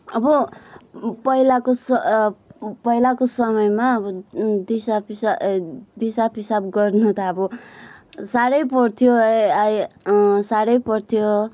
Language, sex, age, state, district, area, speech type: Nepali, female, 30-45, West Bengal, Kalimpong, rural, spontaneous